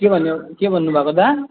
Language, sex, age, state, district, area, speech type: Nepali, male, 18-30, West Bengal, Alipurduar, urban, conversation